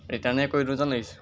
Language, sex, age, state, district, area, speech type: Assamese, male, 18-30, Assam, Jorhat, urban, spontaneous